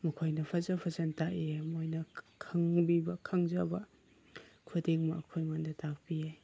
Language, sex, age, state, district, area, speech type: Manipuri, male, 30-45, Manipur, Chandel, rural, spontaneous